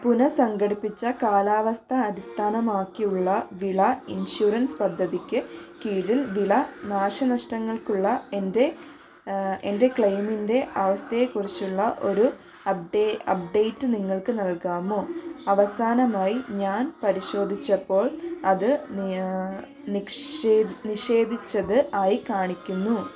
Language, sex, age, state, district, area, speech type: Malayalam, female, 45-60, Kerala, Wayanad, rural, read